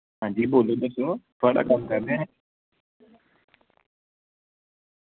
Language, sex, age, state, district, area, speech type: Dogri, male, 18-30, Jammu and Kashmir, Samba, rural, conversation